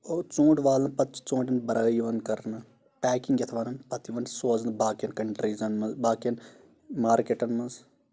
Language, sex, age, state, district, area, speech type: Kashmiri, male, 18-30, Jammu and Kashmir, Shopian, urban, spontaneous